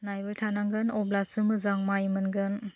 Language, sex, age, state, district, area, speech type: Bodo, female, 45-60, Assam, Chirang, rural, spontaneous